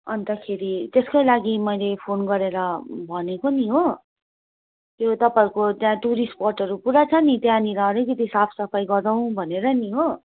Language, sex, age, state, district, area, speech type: Nepali, female, 30-45, West Bengal, Darjeeling, rural, conversation